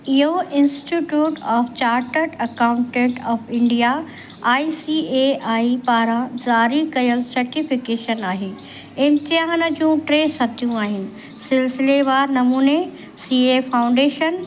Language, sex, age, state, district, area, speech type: Sindhi, female, 45-60, Uttar Pradesh, Lucknow, urban, read